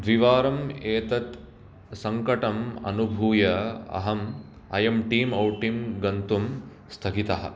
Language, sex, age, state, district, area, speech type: Sanskrit, male, 30-45, Karnataka, Bangalore Urban, urban, spontaneous